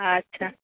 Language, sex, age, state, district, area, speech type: Maithili, female, 30-45, Bihar, Purnia, rural, conversation